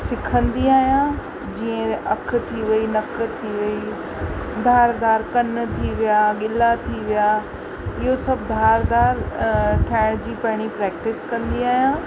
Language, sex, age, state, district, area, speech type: Sindhi, female, 45-60, Uttar Pradesh, Lucknow, urban, spontaneous